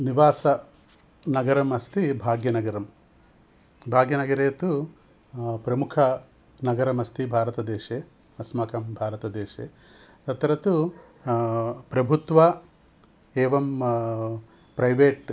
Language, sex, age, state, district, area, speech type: Sanskrit, male, 60+, Andhra Pradesh, Visakhapatnam, urban, spontaneous